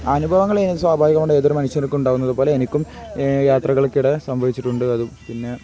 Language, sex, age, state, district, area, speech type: Malayalam, male, 18-30, Kerala, Kozhikode, rural, spontaneous